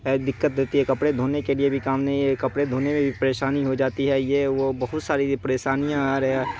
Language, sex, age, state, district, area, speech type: Urdu, male, 18-30, Bihar, Saharsa, rural, spontaneous